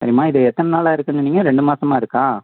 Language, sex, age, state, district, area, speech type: Tamil, male, 30-45, Tamil Nadu, Thoothukudi, urban, conversation